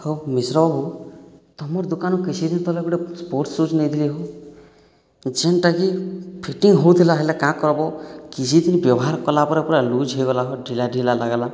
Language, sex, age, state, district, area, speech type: Odia, male, 45-60, Odisha, Boudh, rural, spontaneous